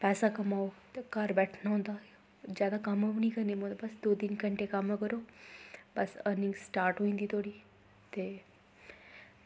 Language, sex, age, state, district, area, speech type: Dogri, female, 18-30, Jammu and Kashmir, Kathua, rural, spontaneous